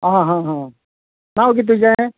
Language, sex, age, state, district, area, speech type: Goan Konkani, male, 60+, Goa, Quepem, rural, conversation